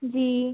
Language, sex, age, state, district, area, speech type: Hindi, female, 18-30, Madhya Pradesh, Ujjain, urban, conversation